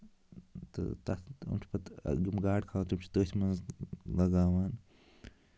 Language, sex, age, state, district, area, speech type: Kashmiri, male, 30-45, Jammu and Kashmir, Ganderbal, rural, spontaneous